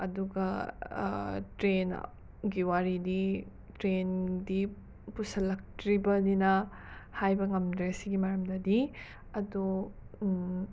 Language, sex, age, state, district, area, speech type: Manipuri, other, 45-60, Manipur, Imphal West, urban, spontaneous